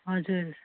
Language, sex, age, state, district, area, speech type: Nepali, female, 45-60, West Bengal, Darjeeling, rural, conversation